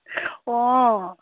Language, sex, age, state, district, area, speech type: Assamese, female, 30-45, Assam, Majuli, urban, conversation